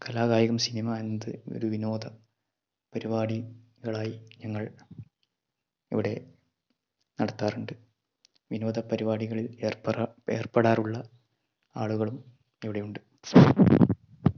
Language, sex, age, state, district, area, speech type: Malayalam, male, 18-30, Kerala, Kannur, rural, spontaneous